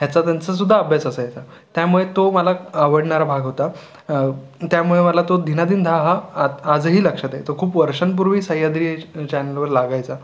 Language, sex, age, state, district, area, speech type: Marathi, male, 18-30, Maharashtra, Raigad, rural, spontaneous